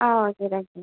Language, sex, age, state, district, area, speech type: Tamil, female, 18-30, Tamil Nadu, Pudukkottai, rural, conversation